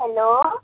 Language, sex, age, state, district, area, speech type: Nepali, female, 18-30, West Bengal, Darjeeling, urban, conversation